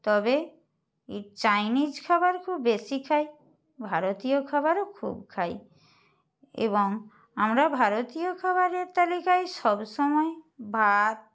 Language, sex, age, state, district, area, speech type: Bengali, female, 60+, West Bengal, Purba Medinipur, rural, spontaneous